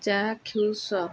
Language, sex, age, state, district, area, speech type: Odia, female, 30-45, Odisha, Jagatsinghpur, rural, read